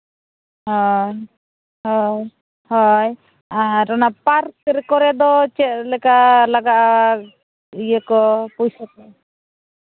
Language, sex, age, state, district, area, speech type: Santali, female, 30-45, Jharkhand, East Singhbhum, rural, conversation